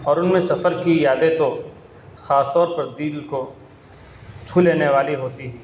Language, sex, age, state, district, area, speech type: Urdu, male, 45-60, Bihar, Gaya, urban, spontaneous